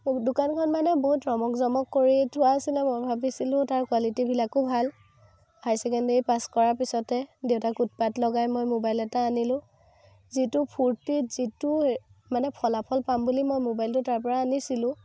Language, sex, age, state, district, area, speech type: Assamese, female, 18-30, Assam, Biswanath, rural, spontaneous